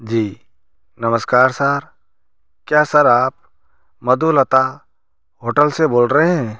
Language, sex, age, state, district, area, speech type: Hindi, male, 30-45, Rajasthan, Bharatpur, rural, spontaneous